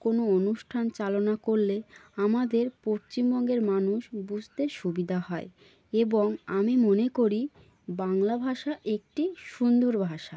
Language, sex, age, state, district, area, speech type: Bengali, female, 18-30, West Bengal, North 24 Parganas, rural, spontaneous